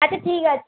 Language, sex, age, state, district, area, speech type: Bengali, female, 18-30, West Bengal, Howrah, urban, conversation